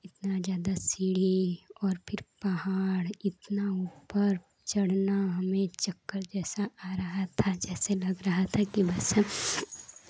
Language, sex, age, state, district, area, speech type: Hindi, female, 18-30, Uttar Pradesh, Chandauli, urban, spontaneous